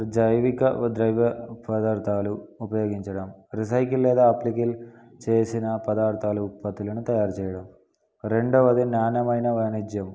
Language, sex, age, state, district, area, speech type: Telugu, male, 18-30, Telangana, Peddapalli, urban, spontaneous